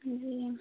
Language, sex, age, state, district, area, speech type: Hindi, female, 30-45, Uttar Pradesh, Chandauli, rural, conversation